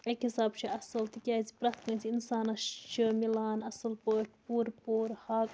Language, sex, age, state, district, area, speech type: Kashmiri, female, 60+, Jammu and Kashmir, Baramulla, rural, spontaneous